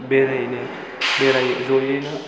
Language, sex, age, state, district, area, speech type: Bodo, male, 18-30, Assam, Chirang, rural, spontaneous